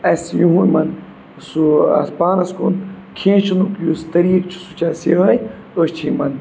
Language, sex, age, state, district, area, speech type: Kashmiri, male, 18-30, Jammu and Kashmir, Budgam, rural, spontaneous